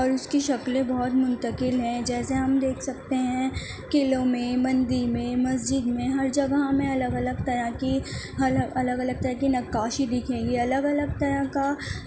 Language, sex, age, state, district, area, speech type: Urdu, female, 18-30, Delhi, Central Delhi, urban, spontaneous